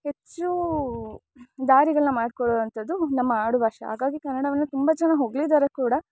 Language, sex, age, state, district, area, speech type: Kannada, female, 18-30, Karnataka, Chikkamagaluru, rural, spontaneous